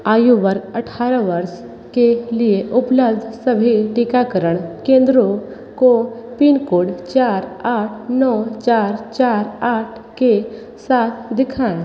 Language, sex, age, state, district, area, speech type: Hindi, female, 30-45, Uttar Pradesh, Sonbhadra, rural, read